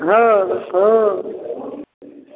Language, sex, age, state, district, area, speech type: Maithili, female, 60+, Bihar, Darbhanga, urban, conversation